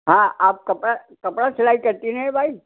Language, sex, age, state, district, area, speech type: Hindi, male, 60+, Madhya Pradesh, Gwalior, rural, conversation